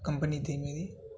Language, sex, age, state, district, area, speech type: Urdu, male, 18-30, Uttar Pradesh, Saharanpur, urban, spontaneous